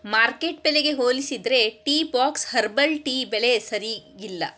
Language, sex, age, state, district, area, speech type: Kannada, female, 30-45, Karnataka, Shimoga, rural, read